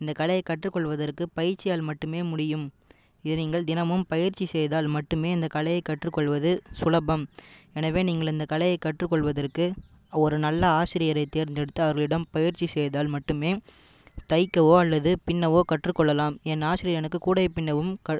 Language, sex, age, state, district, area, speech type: Tamil, male, 18-30, Tamil Nadu, Cuddalore, rural, spontaneous